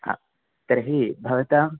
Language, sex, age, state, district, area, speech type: Sanskrit, male, 18-30, Kerala, Kannur, rural, conversation